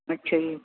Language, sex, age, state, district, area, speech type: Punjabi, female, 60+, Punjab, Ludhiana, urban, conversation